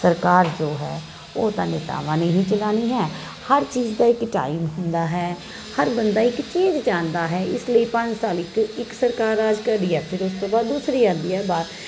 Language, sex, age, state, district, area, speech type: Punjabi, female, 30-45, Punjab, Kapurthala, urban, spontaneous